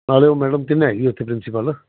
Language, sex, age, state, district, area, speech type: Punjabi, male, 60+, Punjab, Fazilka, rural, conversation